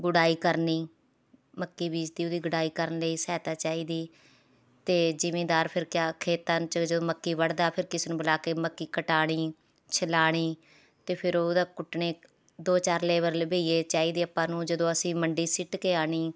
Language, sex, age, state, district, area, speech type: Punjabi, female, 30-45, Punjab, Rupnagar, urban, spontaneous